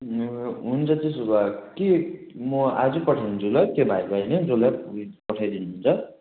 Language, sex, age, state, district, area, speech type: Nepali, male, 18-30, West Bengal, Darjeeling, rural, conversation